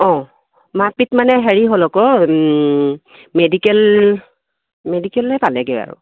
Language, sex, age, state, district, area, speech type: Assamese, female, 45-60, Assam, Dibrugarh, rural, conversation